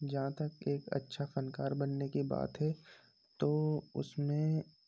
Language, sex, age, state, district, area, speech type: Urdu, male, 18-30, Uttar Pradesh, Rampur, urban, spontaneous